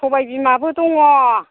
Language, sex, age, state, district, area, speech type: Bodo, female, 45-60, Assam, Chirang, rural, conversation